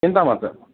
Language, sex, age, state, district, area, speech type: Sanskrit, male, 18-30, Karnataka, Uttara Kannada, rural, conversation